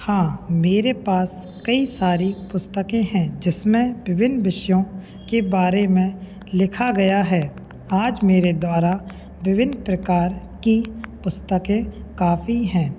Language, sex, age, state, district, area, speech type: Hindi, male, 18-30, Madhya Pradesh, Hoshangabad, rural, spontaneous